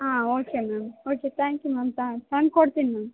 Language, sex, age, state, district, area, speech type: Kannada, female, 18-30, Karnataka, Bellary, urban, conversation